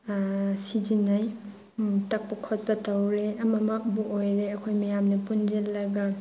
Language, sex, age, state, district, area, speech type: Manipuri, female, 30-45, Manipur, Chandel, rural, spontaneous